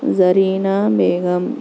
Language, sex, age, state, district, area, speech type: Urdu, female, 18-30, Telangana, Hyderabad, urban, spontaneous